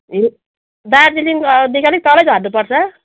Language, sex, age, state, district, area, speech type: Nepali, female, 45-60, West Bengal, Jalpaiguri, rural, conversation